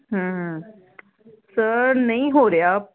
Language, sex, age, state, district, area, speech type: Punjabi, female, 30-45, Punjab, Kapurthala, urban, conversation